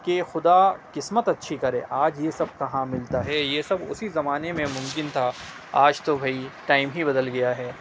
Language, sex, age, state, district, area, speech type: Urdu, male, 30-45, Delhi, Central Delhi, urban, spontaneous